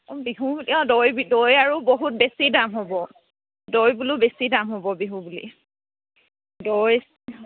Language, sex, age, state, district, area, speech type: Assamese, female, 30-45, Assam, Charaideo, rural, conversation